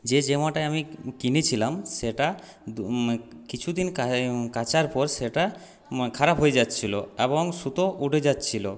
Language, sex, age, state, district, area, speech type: Bengali, male, 30-45, West Bengal, Purulia, rural, spontaneous